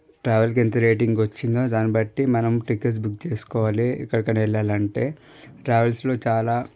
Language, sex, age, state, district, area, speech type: Telugu, male, 18-30, Telangana, Medchal, urban, spontaneous